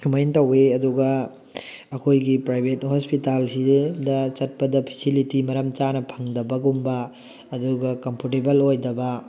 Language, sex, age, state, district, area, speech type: Manipuri, male, 18-30, Manipur, Thoubal, rural, spontaneous